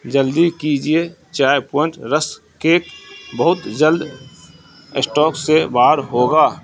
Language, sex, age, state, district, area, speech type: Urdu, male, 30-45, Bihar, Saharsa, rural, read